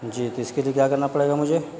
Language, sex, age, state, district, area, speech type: Urdu, male, 45-60, Bihar, Gaya, urban, spontaneous